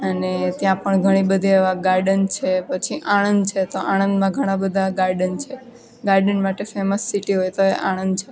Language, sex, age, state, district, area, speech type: Gujarati, female, 18-30, Gujarat, Junagadh, urban, spontaneous